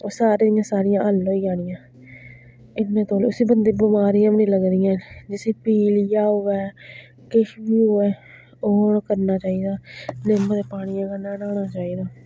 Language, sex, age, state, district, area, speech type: Dogri, female, 30-45, Jammu and Kashmir, Udhampur, rural, spontaneous